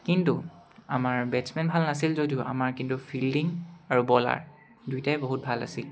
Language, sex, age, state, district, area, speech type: Assamese, male, 18-30, Assam, Dibrugarh, urban, spontaneous